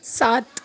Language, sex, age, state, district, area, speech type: Urdu, female, 45-60, Uttar Pradesh, Aligarh, rural, read